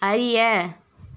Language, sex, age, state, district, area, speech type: Tamil, female, 30-45, Tamil Nadu, Tiruvarur, urban, read